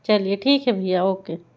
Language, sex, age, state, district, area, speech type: Hindi, female, 45-60, Madhya Pradesh, Balaghat, rural, spontaneous